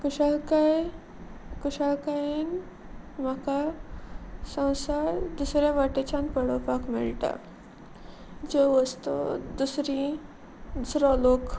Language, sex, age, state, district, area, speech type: Goan Konkani, female, 18-30, Goa, Salcete, rural, spontaneous